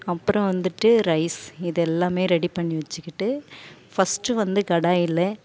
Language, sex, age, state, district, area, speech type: Tamil, female, 30-45, Tamil Nadu, Tiruvannamalai, urban, spontaneous